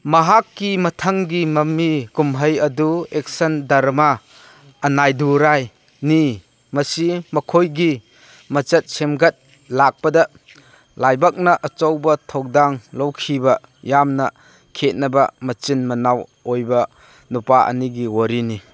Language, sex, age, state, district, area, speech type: Manipuri, male, 60+, Manipur, Chandel, rural, read